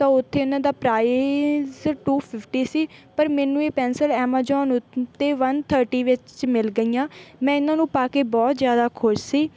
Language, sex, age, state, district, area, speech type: Punjabi, female, 18-30, Punjab, Bathinda, rural, spontaneous